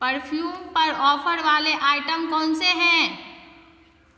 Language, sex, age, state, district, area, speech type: Hindi, female, 30-45, Bihar, Begusarai, rural, read